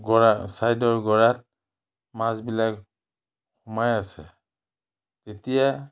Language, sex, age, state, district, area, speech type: Assamese, male, 60+, Assam, Biswanath, rural, spontaneous